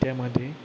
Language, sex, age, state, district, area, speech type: Marathi, male, 18-30, Maharashtra, Satara, urban, spontaneous